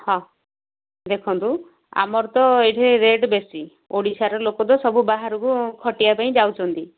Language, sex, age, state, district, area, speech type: Odia, female, 45-60, Odisha, Gajapati, rural, conversation